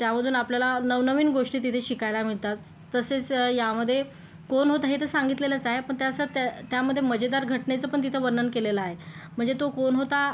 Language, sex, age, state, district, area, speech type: Marathi, female, 18-30, Maharashtra, Yavatmal, rural, spontaneous